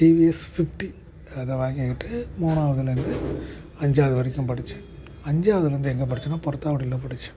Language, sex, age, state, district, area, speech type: Tamil, male, 30-45, Tamil Nadu, Perambalur, urban, spontaneous